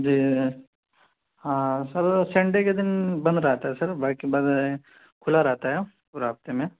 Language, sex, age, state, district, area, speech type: Urdu, male, 18-30, Uttar Pradesh, Ghaziabad, urban, conversation